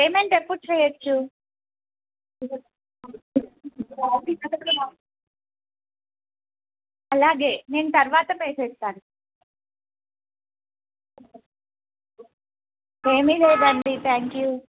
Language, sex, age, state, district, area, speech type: Telugu, female, 30-45, Telangana, Bhadradri Kothagudem, urban, conversation